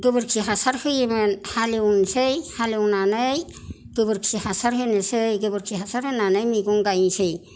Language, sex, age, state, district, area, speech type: Bodo, female, 60+, Assam, Kokrajhar, rural, spontaneous